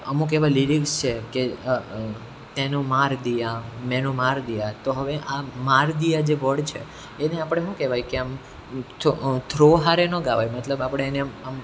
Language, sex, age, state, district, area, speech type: Gujarati, male, 18-30, Gujarat, Surat, urban, spontaneous